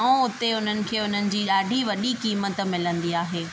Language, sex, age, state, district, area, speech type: Sindhi, female, 30-45, Maharashtra, Thane, urban, spontaneous